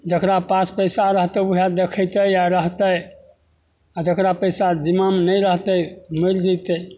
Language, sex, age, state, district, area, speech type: Maithili, male, 60+, Bihar, Begusarai, rural, spontaneous